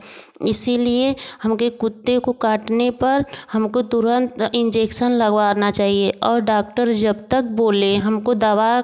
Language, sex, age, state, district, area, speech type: Hindi, female, 30-45, Uttar Pradesh, Varanasi, rural, spontaneous